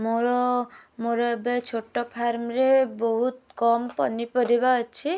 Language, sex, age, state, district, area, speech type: Odia, female, 18-30, Odisha, Kendujhar, urban, spontaneous